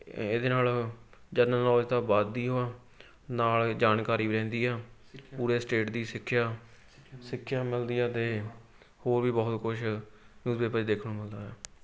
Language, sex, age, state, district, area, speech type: Punjabi, male, 18-30, Punjab, Fatehgarh Sahib, rural, spontaneous